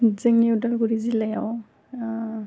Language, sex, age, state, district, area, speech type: Bodo, female, 18-30, Assam, Udalguri, urban, spontaneous